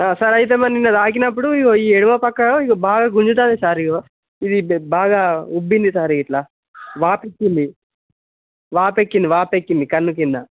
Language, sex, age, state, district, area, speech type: Telugu, male, 18-30, Telangana, Yadadri Bhuvanagiri, urban, conversation